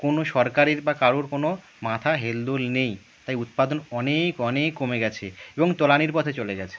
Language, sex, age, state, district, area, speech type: Bengali, male, 18-30, West Bengal, Birbhum, urban, spontaneous